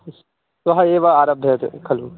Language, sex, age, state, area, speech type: Sanskrit, male, 18-30, Bihar, rural, conversation